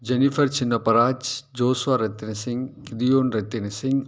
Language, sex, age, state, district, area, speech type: Tamil, male, 30-45, Tamil Nadu, Tiruppur, rural, spontaneous